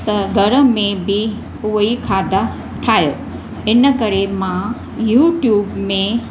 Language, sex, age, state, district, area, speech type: Sindhi, female, 60+, Maharashtra, Mumbai Suburban, urban, spontaneous